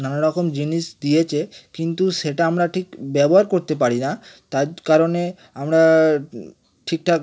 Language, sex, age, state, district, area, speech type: Bengali, male, 18-30, West Bengal, Howrah, urban, spontaneous